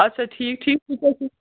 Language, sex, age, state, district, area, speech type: Kashmiri, female, 18-30, Jammu and Kashmir, Srinagar, urban, conversation